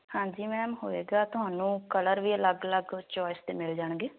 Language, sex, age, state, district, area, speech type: Punjabi, female, 18-30, Punjab, Fazilka, rural, conversation